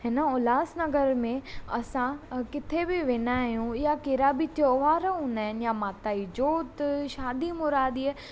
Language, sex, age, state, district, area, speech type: Sindhi, female, 18-30, Maharashtra, Thane, urban, spontaneous